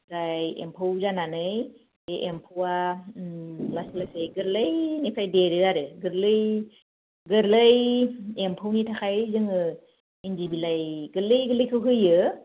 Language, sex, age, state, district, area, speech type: Bodo, female, 45-60, Assam, Kokrajhar, rural, conversation